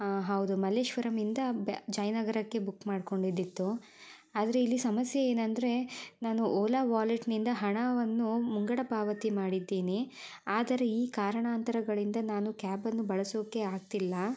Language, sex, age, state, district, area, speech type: Kannada, female, 18-30, Karnataka, Shimoga, rural, spontaneous